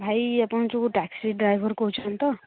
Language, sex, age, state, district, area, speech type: Odia, female, 18-30, Odisha, Kendujhar, urban, conversation